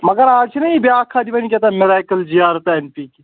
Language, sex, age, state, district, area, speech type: Kashmiri, male, 30-45, Jammu and Kashmir, Anantnag, rural, conversation